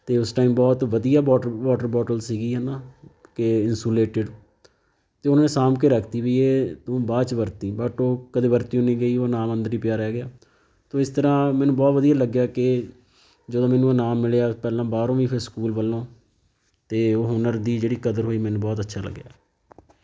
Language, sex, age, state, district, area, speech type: Punjabi, male, 30-45, Punjab, Fatehgarh Sahib, rural, spontaneous